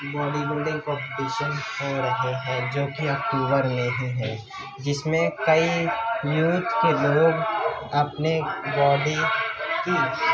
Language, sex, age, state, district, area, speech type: Urdu, male, 18-30, Uttar Pradesh, Gautam Buddha Nagar, urban, spontaneous